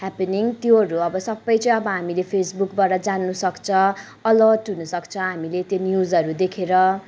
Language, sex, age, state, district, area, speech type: Nepali, female, 18-30, West Bengal, Kalimpong, rural, spontaneous